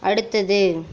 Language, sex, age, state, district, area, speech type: Tamil, female, 30-45, Tamil Nadu, Ariyalur, rural, read